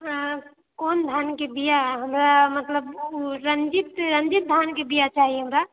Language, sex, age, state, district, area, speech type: Maithili, female, 30-45, Bihar, Purnia, rural, conversation